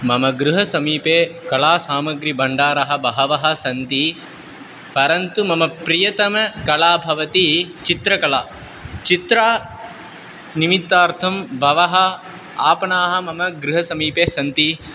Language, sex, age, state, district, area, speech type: Sanskrit, male, 18-30, Tamil Nadu, Viluppuram, rural, spontaneous